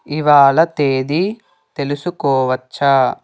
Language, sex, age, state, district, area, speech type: Telugu, male, 18-30, Telangana, Sangareddy, urban, read